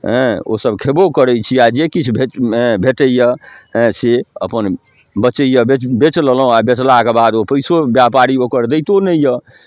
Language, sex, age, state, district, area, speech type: Maithili, male, 45-60, Bihar, Darbhanga, rural, spontaneous